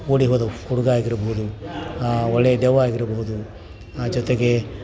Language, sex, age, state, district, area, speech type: Kannada, male, 45-60, Karnataka, Dharwad, urban, spontaneous